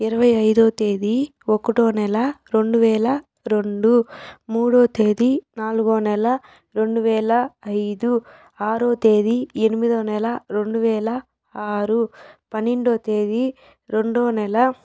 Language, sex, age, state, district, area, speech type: Telugu, female, 30-45, Andhra Pradesh, Chittoor, rural, spontaneous